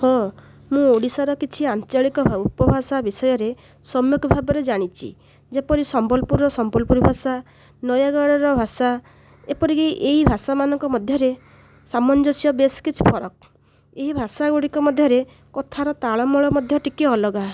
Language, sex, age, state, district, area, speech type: Odia, female, 30-45, Odisha, Nayagarh, rural, spontaneous